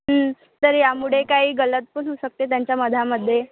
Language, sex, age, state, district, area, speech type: Marathi, female, 18-30, Maharashtra, Wardha, urban, conversation